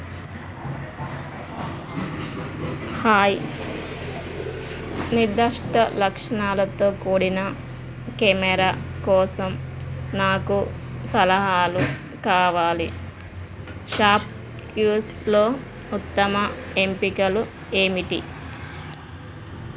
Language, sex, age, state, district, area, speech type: Telugu, female, 30-45, Telangana, Jagtial, rural, read